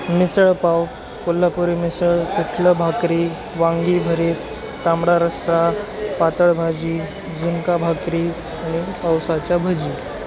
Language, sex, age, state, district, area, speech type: Marathi, male, 18-30, Maharashtra, Nanded, rural, spontaneous